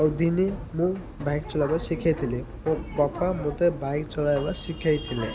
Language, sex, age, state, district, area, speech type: Odia, male, 30-45, Odisha, Malkangiri, urban, spontaneous